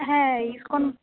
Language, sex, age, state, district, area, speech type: Bengali, female, 30-45, West Bengal, Nadia, urban, conversation